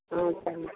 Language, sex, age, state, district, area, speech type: Tamil, female, 60+, Tamil Nadu, Ariyalur, rural, conversation